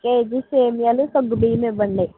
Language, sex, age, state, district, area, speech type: Telugu, female, 45-60, Andhra Pradesh, East Godavari, urban, conversation